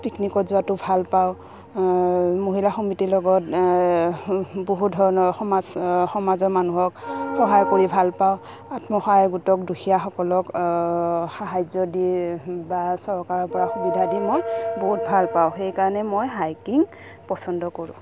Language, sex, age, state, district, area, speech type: Assamese, female, 30-45, Assam, Udalguri, rural, spontaneous